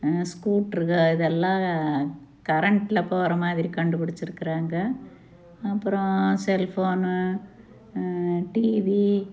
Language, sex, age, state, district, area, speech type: Tamil, female, 60+, Tamil Nadu, Tiruppur, rural, spontaneous